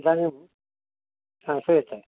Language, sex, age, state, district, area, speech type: Sanskrit, male, 60+, Karnataka, Shimoga, urban, conversation